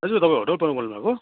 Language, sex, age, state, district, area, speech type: Nepali, male, 30-45, West Bengal, Darjeeling, rural, conversation